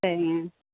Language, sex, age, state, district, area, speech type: Tamil, female, 30-45, Tamil Nadu, Thanjavur, urban, conversation